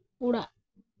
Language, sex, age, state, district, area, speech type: Santali, female, 30-45, West Bengal, Birbhum, rural, read